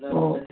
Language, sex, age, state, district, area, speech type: Hindi, male, 60+, Rajasthan, Jaipur, urban, conversation